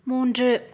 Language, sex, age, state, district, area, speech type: Tamil, female, 18-30, Tamil Nadu, Nilgiris, urban, read